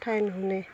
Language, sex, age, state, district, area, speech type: Assamese, female, 45-60, Assam, Barpeta, rural, spontaneous